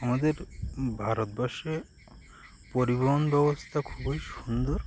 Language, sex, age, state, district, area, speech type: Bengali, male, 30-45, West Bengal, Birbhum, urban, spontaneous